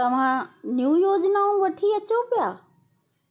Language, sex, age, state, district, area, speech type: Sindhi, female, 45-60, Madhya Pradesh, Katni, urban, read